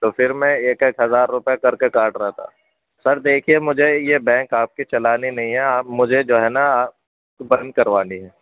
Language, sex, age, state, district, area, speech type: Urdu, male, 30-45, Uttar Pradesh, Ghaziabad, rural, conversation